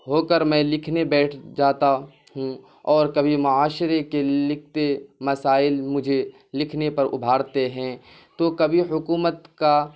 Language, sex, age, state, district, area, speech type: Urdu, male, 18-30, Bihar, Purnia, rural, spontaneous